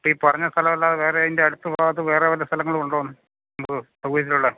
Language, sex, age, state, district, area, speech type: Malayalam, male, 60+, Kerala, Idukki, rural, conversation